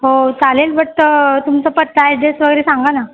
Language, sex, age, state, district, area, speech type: Marathi, female, 18-30, Maharashtra, Mumbai Suburban, urban, conversation